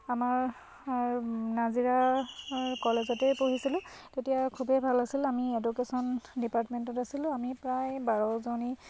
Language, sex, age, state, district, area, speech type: Assamese, female, 30-45, Assam, Sivasagar, rural, spontaneous